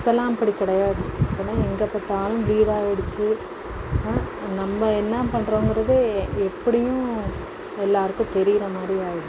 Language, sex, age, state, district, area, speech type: Tamil, female, 45-60, Tamil Nadu, Mayiladuthurai, rural, spontaneous